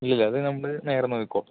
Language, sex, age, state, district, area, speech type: Malayalam, male, 18-30, Kerala, Palakkad, rural, conversation